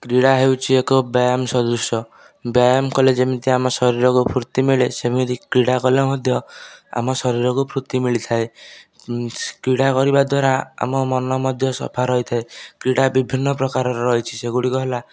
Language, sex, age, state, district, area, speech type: Odia, male, 18-30, Odisha, Nayagarh, rural, spontaneous